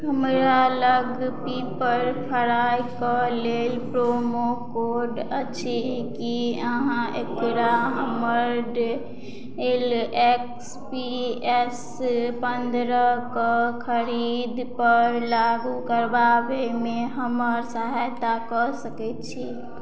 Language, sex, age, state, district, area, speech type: Maithili, female, 30-45, Bihar, Madhubani, rural, read